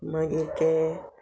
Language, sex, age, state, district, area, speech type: Goan Konkani, female, 45-60, Goa, Murmgao, urban, spontaneous